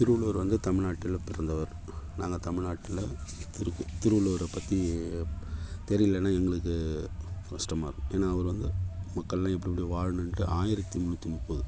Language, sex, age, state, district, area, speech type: Tamil, male, 45-60, Tamil Nadu, Kallakurichi, rural, spontaneous